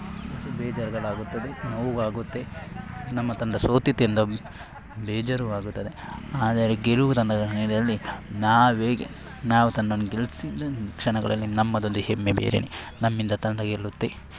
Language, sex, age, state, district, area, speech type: Kannada, male, 18-30, Karnataka, Dakshina Kannada, rural, spontaneous